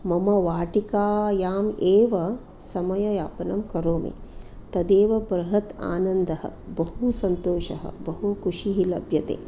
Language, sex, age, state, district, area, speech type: Sanskrit, female, 45-60, Karnataka, Dakshina Kannada, urban, spontaneous